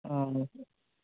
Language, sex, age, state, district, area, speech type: Bengali, male, 18-30, West Bengal, Birbhum, urban, conversation